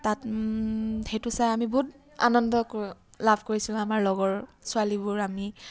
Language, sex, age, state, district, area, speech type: Assamese, female, 18-30, Assam, Sivasagar, rural, spontaneous